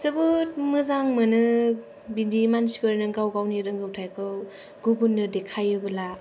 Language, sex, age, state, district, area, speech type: Bodo, female, 18-30, Assam, Kokrajhar, rural, spontaneous